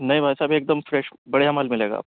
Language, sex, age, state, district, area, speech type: Urdu, male, 45-60, Uttar Pradesh, Muzaffarnagar, urban, conversation